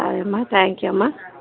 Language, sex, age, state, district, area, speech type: Telugu, female, 30-45, Telangana, Jagtial, rural, conversation